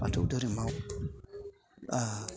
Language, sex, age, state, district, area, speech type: Bodo, male, 60+, Assam, Kokrajhar, urban, spontaneous